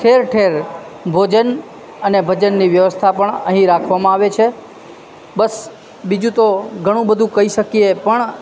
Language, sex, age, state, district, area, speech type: Gujarati, male, 30-45, Gujarat, Junagadh, rural, spontaneous